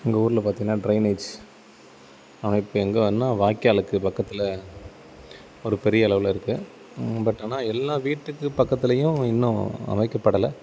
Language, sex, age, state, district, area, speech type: Tamil, male, 30-45, Tamil Nadu, Thanjavur, rural, spontaneous